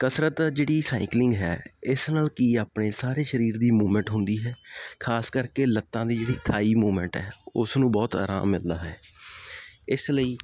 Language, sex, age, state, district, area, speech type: Punjabi, male, 18-30, Punjab, Muktsar, rural, spontaneous